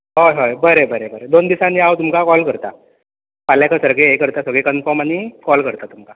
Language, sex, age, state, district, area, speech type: Goan Konkani, male, 18-30, Goa, Bardez, rural, conversation